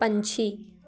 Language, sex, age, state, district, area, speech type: Punjabi, female, 18-30, Punjab, Patiala, urban, read